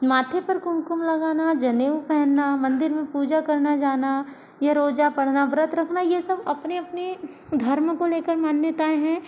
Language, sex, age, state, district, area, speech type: Hindi, female, 60+, Madhya Pradesh, Balaghat, rural, spontaneous